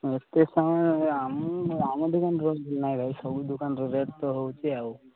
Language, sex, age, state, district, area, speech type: Odia, male, 18-30, Odisha, Koraput, urban, conversation